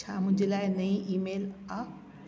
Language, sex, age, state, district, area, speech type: Sindhi, female, 60+, Delhi, South Delhi, urban, read